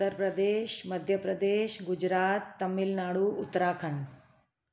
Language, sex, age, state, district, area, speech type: Sindhi, female, 45-60, Gujarat, Surat, urban, spontaneous